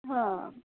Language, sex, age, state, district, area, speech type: Odia, female, 18-30, Odisha, Jagatsinghpur, rural, conversation